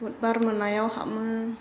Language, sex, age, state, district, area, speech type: Bodo, female, 60+, Assam, Chirang, rural, spontaneous